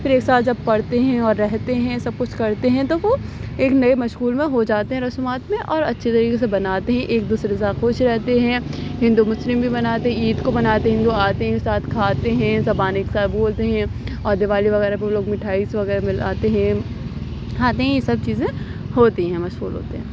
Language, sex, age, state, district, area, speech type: Urdu, female, 18-30, Uttar Pradesh, Aligarh, urban, spontaneous